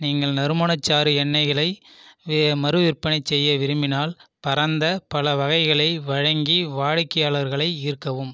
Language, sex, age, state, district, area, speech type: Tamil, male, 30-45, Tamil Nadu, Viluppuram, rural, read